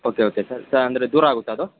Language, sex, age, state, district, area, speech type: Kannada, male, 18-30, Karnataka, Kolar, rural, conversation